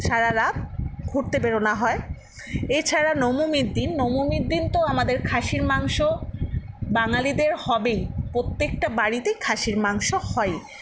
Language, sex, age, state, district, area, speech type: Bengali, female, 60+, West Bengal, Paschim Bardhaman, rural, spontaneous